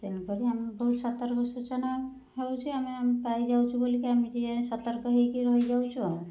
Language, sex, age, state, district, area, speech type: Odia, female, 30-45, Odisha, Cuttack, urban, spontaneous